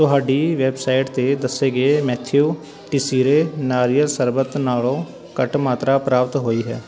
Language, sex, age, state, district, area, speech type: Punjabi, male, 30-45, Punjab, Shaheed Bhagat Singh Nagar, rural, read